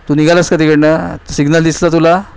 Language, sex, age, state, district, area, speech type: Marathi, male, 45-60, Maharashtra, Mumbai Suburban, urban, spontaneous